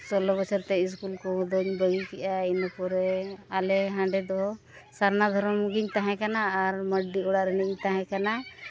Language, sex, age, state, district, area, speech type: Santali, female, 30-45, Jharkhand, East Singhbhum, rural, spontaneous